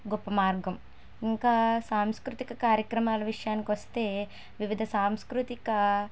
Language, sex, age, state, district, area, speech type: Telugu, female, 18-30, Andhra Pradesh, N T Rama Rao, urban, spontaneous